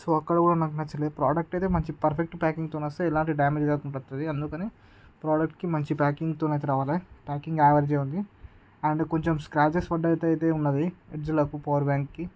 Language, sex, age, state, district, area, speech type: Telugu, male, 18-30, Andhra Pradesh, Srikakulam, urban, spontaneous